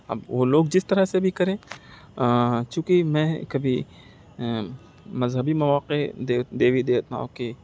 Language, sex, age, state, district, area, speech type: Urdu, male, 45-60, Uttar Pradesh, Aligarh, urban, spontaneous